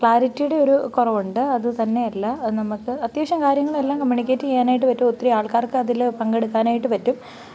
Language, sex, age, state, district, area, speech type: Malayalam, female, 18-30, Kerala, Pathanamthitta, rural, spontaneous